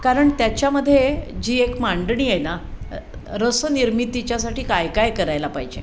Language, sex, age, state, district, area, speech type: Marathi, female, 60+, Maharashtra, Sangli, urban, spontaneous